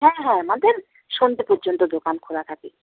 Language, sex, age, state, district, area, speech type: Bengali, female, 45-60, West Bengal, Purba Medinipur, rural, conversation